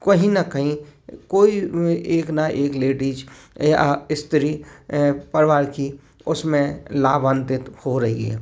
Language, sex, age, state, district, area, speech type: Hindi, male, 45-60, Madhya Pradesh, Gwalior, rural, spontaneous